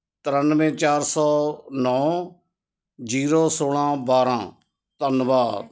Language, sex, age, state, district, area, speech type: Punjabi, male, 60+, Punjab, Ludhiana, rural, read